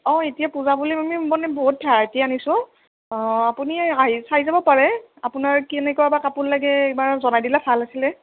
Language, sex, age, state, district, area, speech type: Assamese, female, 18-30, Assam, Morigaon, rural, conversation